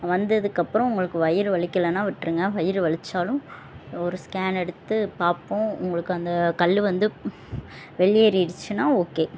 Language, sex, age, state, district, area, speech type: Tamil, female, 18-30, Tamil Nadu, Madurai, urban, spontaneous